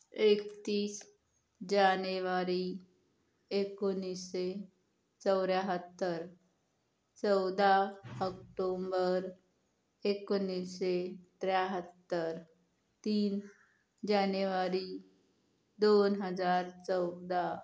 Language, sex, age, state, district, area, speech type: Marathi, female, 18-30, Maharashtra, Yavatmal, rural, spontaneous